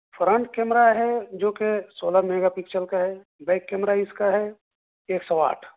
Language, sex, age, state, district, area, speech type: Urdu, male, 30-45, Bihar, East Champaran, rural, conversation